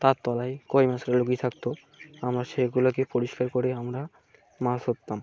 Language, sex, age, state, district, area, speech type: Bengali, male, 18-30, West Bengal, Birbhum, urban, spontaneous